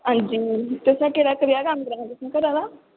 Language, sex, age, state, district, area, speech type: Dogri, female, 18-30, Jammu and Kashmir, Kathua, rural, conversation